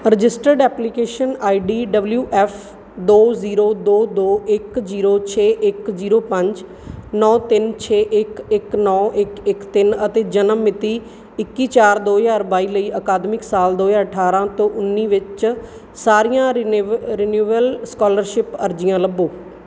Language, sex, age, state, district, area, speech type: Punjabi, female, 30-45, Punjab, Bathinda, urban, read